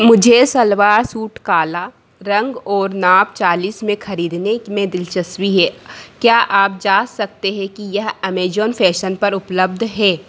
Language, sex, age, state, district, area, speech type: Hindi, female, 30-45, Madhya Pradesh, Harda, urban, read